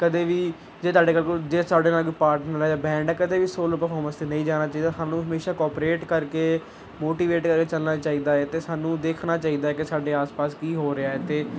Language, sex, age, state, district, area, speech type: Punjabi, male, 18-30, Punjab, Gurdaspur, urban, spontaneous